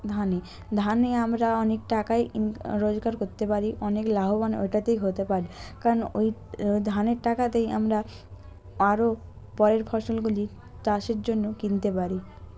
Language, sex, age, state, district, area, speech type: Bengali, female, 45-60, West Bengal, Purba Medinipur, rural, spontaneous